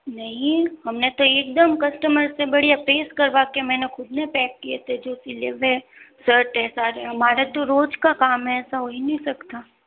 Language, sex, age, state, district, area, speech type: Hindi, female, 45-60, Rajasthan, Jodhpur, urban, conversation